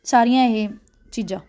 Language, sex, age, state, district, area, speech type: Punjabi, female, 18-30, Punjab, Ludhiana, urban, spontaneous